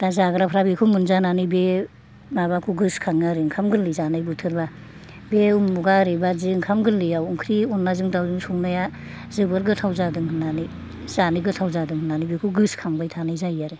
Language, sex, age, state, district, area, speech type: Bodo, female, 60+, Assam, Kokrajhar, urban, spontaneous